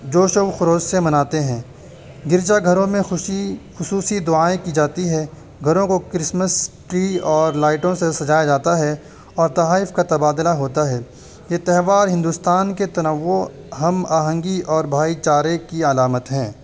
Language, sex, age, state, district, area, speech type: Urdu, male, 18-30, Uttar Pradesh, Saharanpur, urban, spontaneous